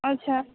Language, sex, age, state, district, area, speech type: Odia, female, 18-30, Odisha, Sambalpur, rural, conversation